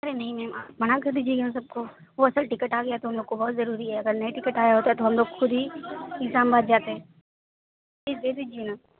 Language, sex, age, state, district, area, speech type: Urdu, female, 18-30, Uttar Pradesh, Mau, urban, conversation